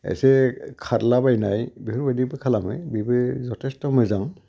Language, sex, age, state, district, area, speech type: Bodo, male, 60+, Assam, Udalguri, urban, spontaneous